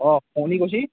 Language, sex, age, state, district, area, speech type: Assamese, male, 18-30, Assam, Nalbari, rural, conversation